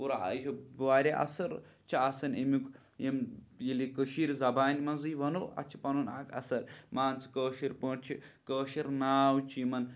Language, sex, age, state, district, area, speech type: Kashmiri, male, 18-30, Jammu and Kashmir, Pulwama, rural, spontaneous